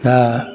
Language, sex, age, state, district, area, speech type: Bodo, male, 60+, Assam, Udalguri, rural, spontaneous